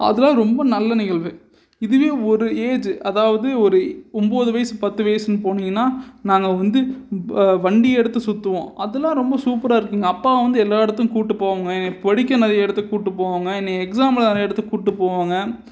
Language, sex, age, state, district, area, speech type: Tamil, male, 18-30, Tamil Nadu, Salem, urban, spontaneous